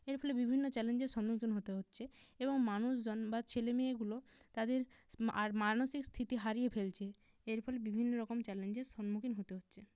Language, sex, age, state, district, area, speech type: Bengali, female, 18-30, West Bengal, North 24 Parganas, rural, spontaneous